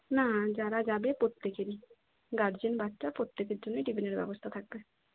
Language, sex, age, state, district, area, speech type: Bengali, female, 30-45, West Bengal, Jhargram, rural, conversation